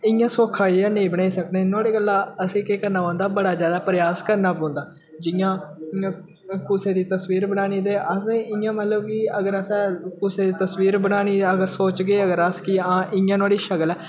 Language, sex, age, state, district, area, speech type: Dogri, male, 18-30, Jammu and Kashmir, Udhampur, rural, spontaneous